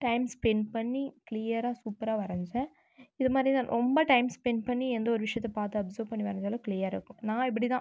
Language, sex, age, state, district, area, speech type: Tamil, female, 30-45, Tamil Nadu, Viluppuram, rural, spontaneous